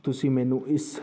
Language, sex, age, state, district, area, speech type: Punjabi, male, 30-45, Punjab, Fazilka, rural, spontaneous